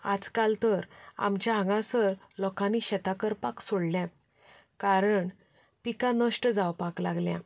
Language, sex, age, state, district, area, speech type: Goan Konkani, female, 30-45, Goa, Canacona, rural, spontaneous